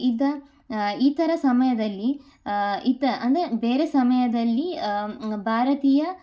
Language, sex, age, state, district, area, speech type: Kannada, female, 18-30, Karnataka, Udupi, urban, spontaneous